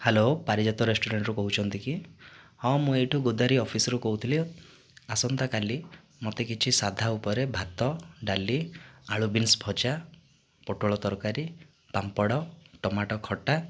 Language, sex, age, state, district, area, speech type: Odia, male, 30-45, Odisha, Kandhamal, rural, spontaneous